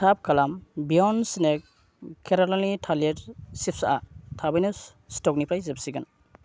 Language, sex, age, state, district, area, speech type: Bodo, male, 30-45, Assam, Kokrajhar, rural, read